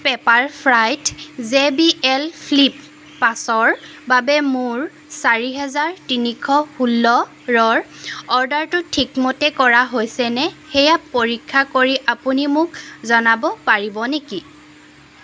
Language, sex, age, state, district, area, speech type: Assamese, female, 30-45, Assam, Jorhat, urban, read